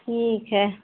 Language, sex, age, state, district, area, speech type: Hindi, female, 45-60, Uttar Pradesh, Ayodhya, rural, conversation